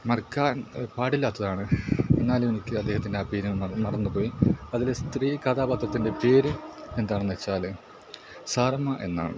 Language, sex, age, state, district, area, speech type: Malayalam, male, 18-30, Kerala, Kasaragod, rural, spontaneous